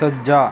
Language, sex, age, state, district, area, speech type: Punjabi, male, 30-45, Punjab, Pathankot, rural, read